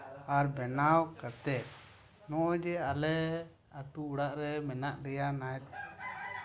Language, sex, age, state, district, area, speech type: Santali, male, 30-45, West Bengal, Bankura, rural, spontaneous